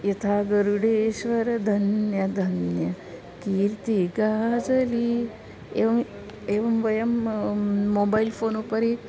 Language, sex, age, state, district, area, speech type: Sanskrit, female, 45-60, Maharashtra, Nagpur, urban, spontaneous